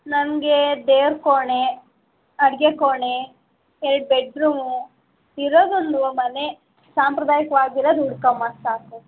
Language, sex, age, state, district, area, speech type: Kannada, female, 18-30, Karnataka, Chitradurga, rural, conversation